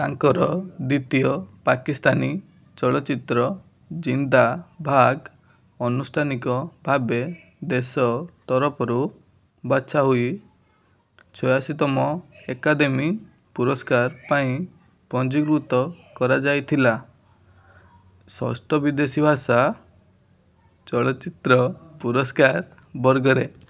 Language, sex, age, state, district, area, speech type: Odia, male, 18-30, Odisha, Balasore, rural, read